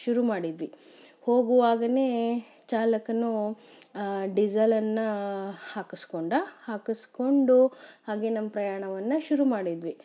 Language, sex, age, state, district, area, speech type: Kannada, female, 30-45, Karnataka, Chikkaballapur, rural, spontaneous